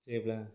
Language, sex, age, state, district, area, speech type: Bodo, male, 45-60, Assam, Kokrajhar, rural, spontaneous